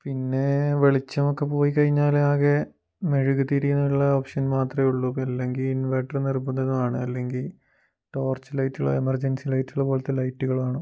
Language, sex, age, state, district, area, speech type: Malayalam, male, 18-30, Kerala, Wayanad, rural, spontaneous